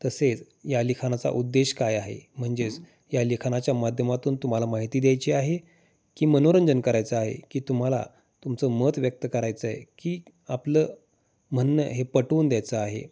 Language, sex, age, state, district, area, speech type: Marathi, male, 30-45, Maharashtra, Osmanabad, rural, spontaneous